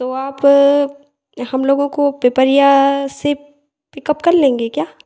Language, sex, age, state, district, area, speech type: Hindi, female, 18-30, Madhya Pradesh, Hoshangabad, rural, spontaneous